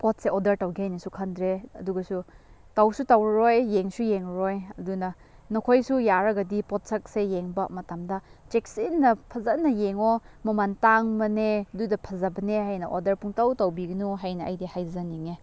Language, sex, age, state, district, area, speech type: Manipuri, female, 18-30, Manipur, Chandel, rural, spontaneous